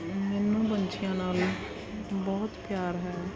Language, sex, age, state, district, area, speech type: Punjabi, female, 30-45, Punjab, Jalandhar, urban, spontaneous